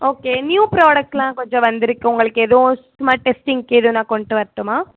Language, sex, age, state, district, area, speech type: Tamil, female, 18-30, Tamil Nadu, Madurai, rural, conversation